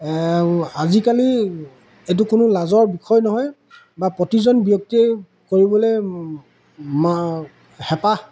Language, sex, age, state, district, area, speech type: Assamese, male, 45-60, Assam, Golaghat, urban, spontaneous